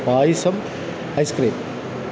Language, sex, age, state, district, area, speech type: Malayalam, male, 45-60, Kerala, Kottayam, urban, spontaneous